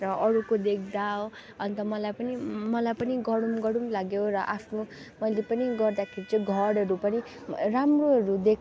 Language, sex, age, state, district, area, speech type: Nepali, female, 30-45, West Bengal, Darjeeling, rural, spontaneous